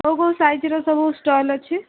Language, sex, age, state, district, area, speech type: Odia, female, 18-30, Odisha, Subarnapur, urban, conversation